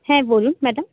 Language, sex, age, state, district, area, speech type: Bengali, female, 30-45, West Bengal, Paschim Medinipur, rural, conversation